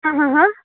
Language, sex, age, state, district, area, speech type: Kashmiri, female, 18-30, Jammu and Kashmir, Srinagar, rural, conversation